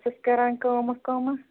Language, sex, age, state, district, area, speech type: Kashmiri, female, 30-45, Jammu and Kashmir, Bandipora, rural, conversation